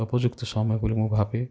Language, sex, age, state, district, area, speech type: Odia, male, 30-45, Odisha, Rayagada, rural, spontaneous